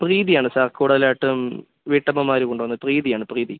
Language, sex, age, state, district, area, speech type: Malayalam, male, 30-45, Kerala, Idukki, rural, conversation